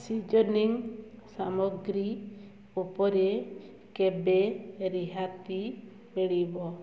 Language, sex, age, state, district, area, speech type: Odia, female, 30-45, Odisha, Mayurbhanj, rural, read